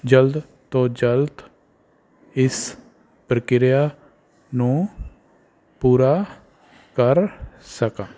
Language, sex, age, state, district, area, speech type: Punjabi, male, 30-45, Punjab, Fazilka, rural, spontaneous